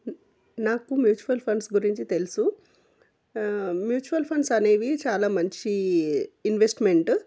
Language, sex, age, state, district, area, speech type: Telugu, female, 45-60, Telangana, Jangaon, rural, spontaneous